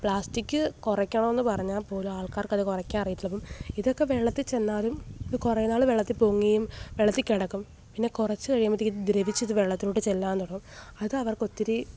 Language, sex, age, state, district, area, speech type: Malayalam, female, 18-30, Kerala, Alappuzha, rural, spontaneous